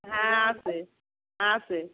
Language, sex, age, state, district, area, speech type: Bengali, female, 45-60, West Bengal, Darjeeling, rural, conversation